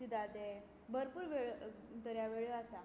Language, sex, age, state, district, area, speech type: Goan Konkani, female, 18-30, Goa, Tiswadi, rural, spontaneous